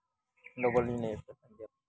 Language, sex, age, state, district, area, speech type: Santali, male, 18-30, West Bengal, Birbhum, rural, spontaneous